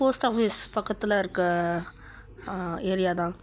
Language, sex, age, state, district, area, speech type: Tamil, female, 30-45, Tamil Nadu, Cuddalore, rural, spontaneous